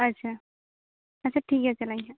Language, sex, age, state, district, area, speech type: Santali, female, 18-30, West Bengal, Jhargram, rural, conversation